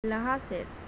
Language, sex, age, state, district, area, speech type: Santali, female, 30-45, West Bengal, Birbhum, rural, read